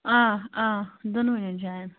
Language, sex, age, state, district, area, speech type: Kashmiri, female, 30-45, Jammu and Kashmir, Bandipora, rural, conversation